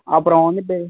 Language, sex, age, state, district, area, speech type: Tamil, male, 18-30, Tamil Nadu, Ariyalur, rural, conversation